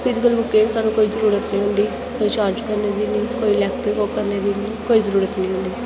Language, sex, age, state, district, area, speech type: Dogri, female, 18-30, Jammu and Kashmir, Kathua, rural, spontaneous